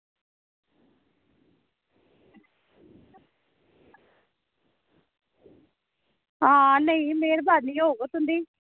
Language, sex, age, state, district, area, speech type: Dogri, female, 30-45, Jammu and Kashmir, Samba, rural, conversation